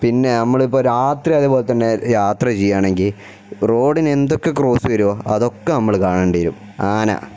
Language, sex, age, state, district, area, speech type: Malayalam, male, 18-30, Kerala, Kozhikode, rural, spontaneous